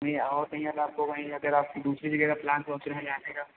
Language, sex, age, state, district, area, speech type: Hindi, male, 30-45, Uttar Pradesh, Lucknow, rural, conversation